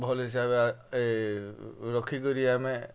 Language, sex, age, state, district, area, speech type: Odia, male, 45-60, Odisha, Bargarh, rural, spontaneous